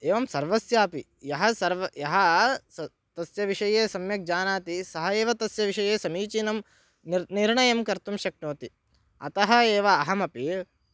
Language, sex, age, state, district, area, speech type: Sanskrit, male, 18-30, Karnataka, Bagalkot, rural, spontaneous